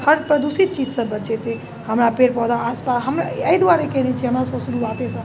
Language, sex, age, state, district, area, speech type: Maithili, female, 30-45, Bihar, Muzaffarpur, urban, spontaneous